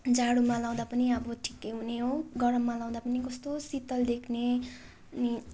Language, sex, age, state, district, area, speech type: Nepali, female, 18-30, West Bengal, Darjeeling, rural, spontaneous